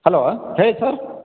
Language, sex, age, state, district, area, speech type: Kannada, male, 45-60, Karnataka, Koppal, rural, conversation